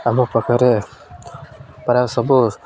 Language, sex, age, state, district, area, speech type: Odia, male, 18-30, Odisha, Malkangiri, urban, spontaneous